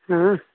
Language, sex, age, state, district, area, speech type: Kashmiri, male, 30-45, Jammu and Kashmir, Kulgam, rural, conversation